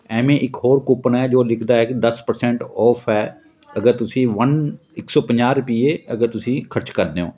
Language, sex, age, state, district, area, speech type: Punjabi, male, 45-60, Punjab, Fatehgarh Sahib, rural, spontaneous